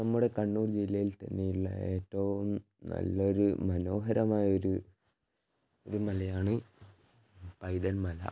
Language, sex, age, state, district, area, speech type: Malayalam, male, 18-30, Kerala, Kannur, rural, spontaneous